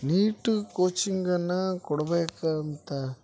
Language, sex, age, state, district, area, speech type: Kannada, male, 30-45, Karnataka, Koppal, rural, spontaneous